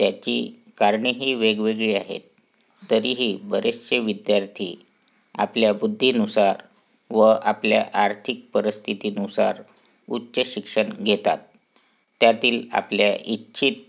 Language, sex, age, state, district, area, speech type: Marathi, male, 45-60, Maharashtra, Wardha, urban, spontaneous